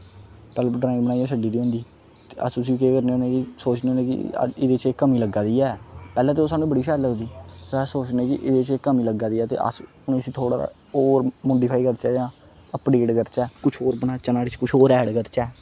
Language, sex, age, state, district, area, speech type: Dogri, male, 18-30, Jammu and Kashmir, Kathua, rural, spontaneous